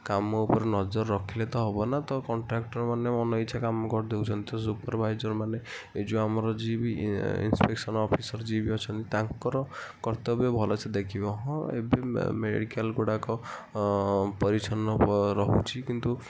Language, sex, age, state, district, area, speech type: Odia, female, 18-30, Odisha, Kendujhar, urban, spontaneous